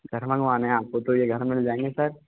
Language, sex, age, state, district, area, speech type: Hindi, male, 18-30, Rajasthan, Karauli, rural, conversation